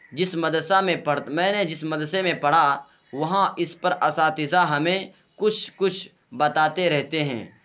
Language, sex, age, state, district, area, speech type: Urdu, male, 18-30, Bihar, Purnia, rural, spontaneous